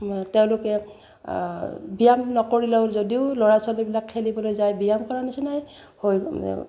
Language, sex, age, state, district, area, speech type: Assamese, female, 60+, Assam, Udalguri, rural, spontaneous